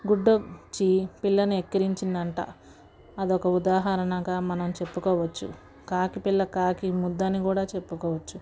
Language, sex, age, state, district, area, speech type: Telugu, female, 45-60, Andhra Pradesh, Guntur, urban, spontaneous